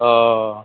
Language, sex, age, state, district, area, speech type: Assamese, male, 60+, Assam, Nalbari, rural, conversation